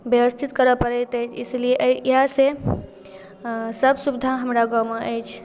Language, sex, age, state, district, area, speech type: Maithili, female, 18-30, Bihar, Darbhanga, rural, spontaneous